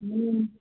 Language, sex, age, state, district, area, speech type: Odia, female, 45-60, Odisha, Sundergarh, rural, conversation